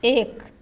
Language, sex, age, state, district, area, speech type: Maithili, female, 60+, Bihar, Madhepura, urban, read